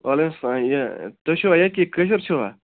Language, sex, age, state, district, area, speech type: Kashmiri, male, 45-60, Jammu and Kashmir, Budgam, rural, conversation